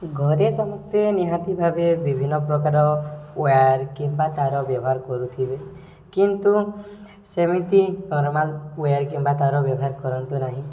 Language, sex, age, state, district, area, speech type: Odia, male, 18-30, Odisha, Subarnapur, urban, spontaneous